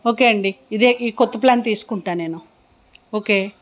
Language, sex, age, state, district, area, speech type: Telugu, female, 60+, Telangana, Hyderabad, urban, spontaneous